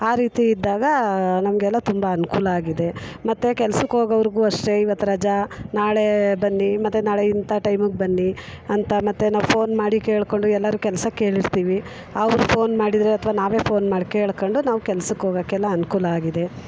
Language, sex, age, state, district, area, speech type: Kannada, female, 45-60, Karnataka, Mysore, urban, spontaneous